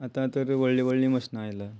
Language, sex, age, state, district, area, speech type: Goan Konkani, male, 30-45, Goa, Quepem, rural, spontaneous